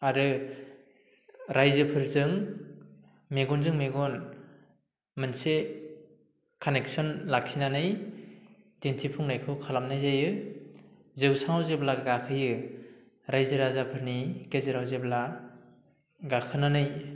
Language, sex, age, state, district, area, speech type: Bodo, male, 18-30, Assam, Udalguri, rural, spontaneous